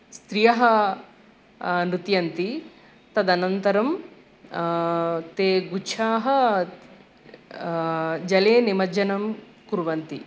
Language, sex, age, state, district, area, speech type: Sanskrit, female, 45-60, Andhra Pradesh, East Godavari, urban, spontaneous